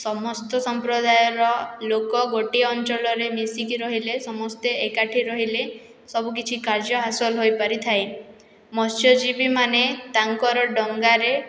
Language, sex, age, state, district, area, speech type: Odia, female, 18-30, Odisha, Boudh, rural, spontaneous